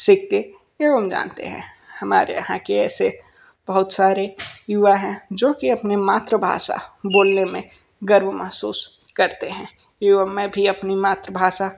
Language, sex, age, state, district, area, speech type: Hindi, male, 30-45, Uttar Pradesh, Sonbhadra, rural, spontaneous